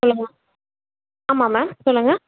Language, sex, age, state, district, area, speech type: Tamil, female, 18-30, Tamil Nadu, Chengalpattu, urban, conversation